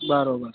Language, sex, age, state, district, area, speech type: Gujarati, male, 18-30, Gujarat, Ahmedabad, urban, conversation